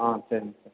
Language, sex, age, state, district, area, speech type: Tamil, male, 18-30, Tamil Nadu, Perambalur, urban, conversation